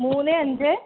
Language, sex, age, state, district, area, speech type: Malayalam, female, 18-30, Kerala, Thiruvananthapuram, urban, conversation